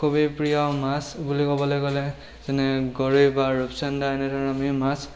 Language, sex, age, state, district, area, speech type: Assamese, male, 18-30, Assam, Barpeta, rural, spontaneous